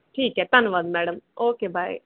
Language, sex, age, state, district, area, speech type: Punjabi, female, 18-30, Punjab, Gurdaspur, rural, conversation